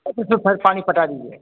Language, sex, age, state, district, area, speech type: Hindi, male, 60+, Bihar, Samastipur, rural, conversation